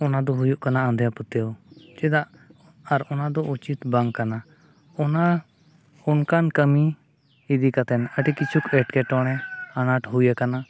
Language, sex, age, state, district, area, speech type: Santali, male, 30-45, Jharkhand, East Singhbhum, rural, spontaneous